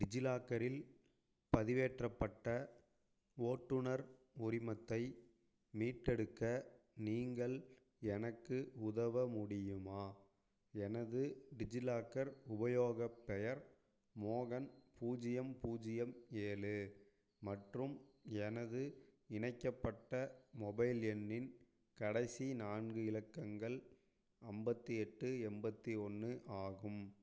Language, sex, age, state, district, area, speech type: Tamil, male, 30-45, Tamil Nadu, Thanjavur, rural, read